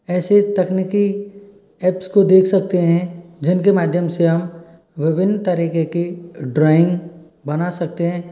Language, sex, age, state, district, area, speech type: Hindi, male, 60+, Rajasthan, Karauli, rural, spontaneous